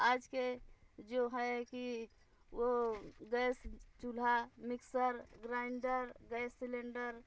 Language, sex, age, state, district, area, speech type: Hindi, female, 60+, Uttar Pradesh, Bhadohi, urban, spontaneous